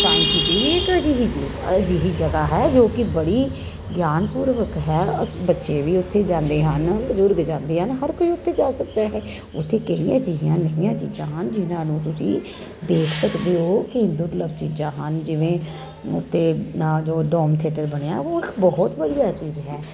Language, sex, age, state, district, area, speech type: Punjabi, female, 30-45, Punjab, Kapurthala, urban, spontaneous